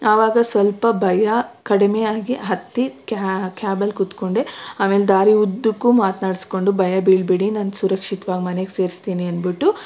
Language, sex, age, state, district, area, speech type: Kannada, female, 30-45, Karnataka, Bangalore Rural, rural, spontaneous